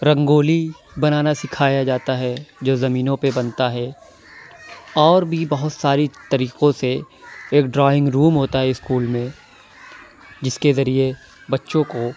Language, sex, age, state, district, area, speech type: Urdu, male, 30-45, Uttar Pradesh, Lucknow, urban, spontaneous